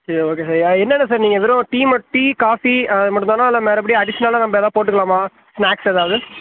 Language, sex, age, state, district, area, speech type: Tamil, male, 18-30, Tamil Nadu, Thanjavur, rural, conversation